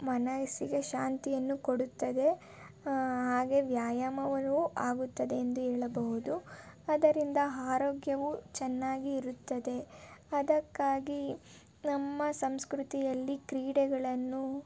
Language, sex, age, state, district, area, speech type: Kannada, female, 18-30, Karnataka, Tumkur, urban, spontaneous